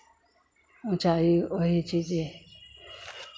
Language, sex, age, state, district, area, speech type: Hindi, female, 45-60, Bihar, Begusarai, rural, spontaneous